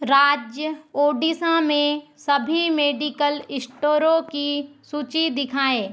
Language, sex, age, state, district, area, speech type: Hindi, female, 60+, Madhya Pradesh, Balaghat, rural, read